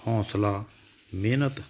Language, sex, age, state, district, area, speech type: Punjabi, male, 45-60, Punjab, Hoshiarpur, urban, spontaneous